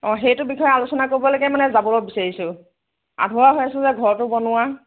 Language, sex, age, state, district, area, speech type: Assamese, female, 30-45, Assam, Nagaon, rural, conversation